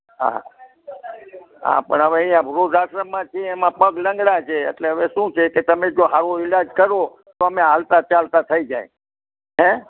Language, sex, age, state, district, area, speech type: Gujarati, male, 60+, Gujarat, Rajkot, urban, conversation